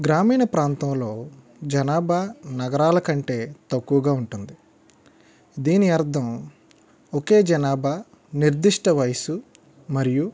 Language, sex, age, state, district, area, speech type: Telugu, male, 45-60, Andhra Pradesh, East Godavari, rural, spontaneous